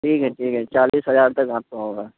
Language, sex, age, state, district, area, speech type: Urdu, male, 30-45, Uttar Pradesh, Lucknow, urban, conversation